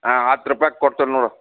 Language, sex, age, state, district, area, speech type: Kannada, male, 60+, Karnataka, Gadag, rural, conversation